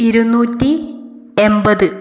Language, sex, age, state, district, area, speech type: Malayalam, female, 18-30, Kerala, Kannur, rural, spontaneous